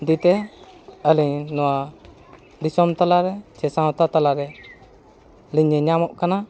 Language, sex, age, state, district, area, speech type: Santali, male, 45-60, Jharkhand, East Singhbhum, rural, spontaneous